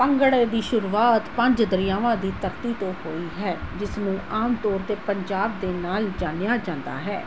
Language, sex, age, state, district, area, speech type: Punjabi, female, 18-30, Punjab, Tarn Taran, urban, spontaneous